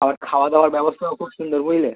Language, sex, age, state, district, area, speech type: Bengali, male, 18-30, West Bengal, South 24 Parganas, rural, conversation